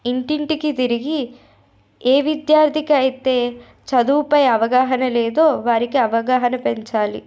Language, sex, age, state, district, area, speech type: Telugu, female, 18-30, Telangana, Nirmal, urban, spontaneous